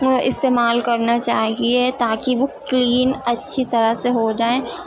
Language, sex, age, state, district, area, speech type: Urdu, female, 18-30, Uttar Pradesh, Gautam Buddha Nagar, urban, spontaneous